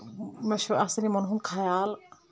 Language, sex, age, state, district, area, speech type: Kashmiri, female, 30-45, Jammu and Kashmir, Anantnag, rural, spontaneous